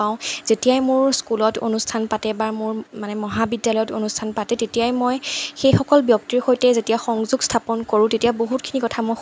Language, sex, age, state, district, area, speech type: Assamese, female, 18-30, Assam, Jorhat, urban, spontaneous